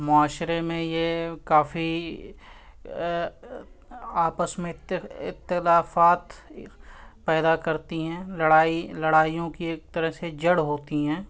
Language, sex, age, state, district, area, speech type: Urdu, male, 18-30, Uttar Pradesh, Siddharthnagar, rural, spontaneous